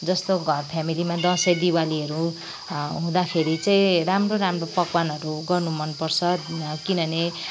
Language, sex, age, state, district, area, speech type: Nepali, female, 45-60, West Bengal, Kalimpong, rural, spontaneous